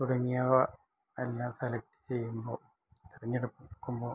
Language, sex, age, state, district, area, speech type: Malayalam, male, 60+, Kerala, Malappuram, rural, spontaneous